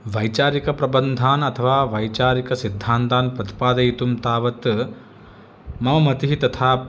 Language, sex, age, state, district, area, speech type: Sanskrit, male, 30-45, Andhra Pradesh, Chittoor, urban, spontaneous